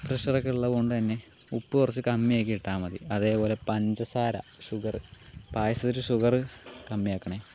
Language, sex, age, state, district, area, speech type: Malayalam, male, 18-30, Kerala, Palakkad, urban, spontaneous